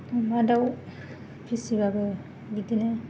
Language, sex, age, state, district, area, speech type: Bodo, female, 30-45, Assam, Kokrajhar, rural, spontaneous